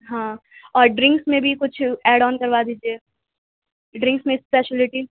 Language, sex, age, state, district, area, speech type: Urdu, female, 18-30, Uttar Pradesh, Mau, urban, conversation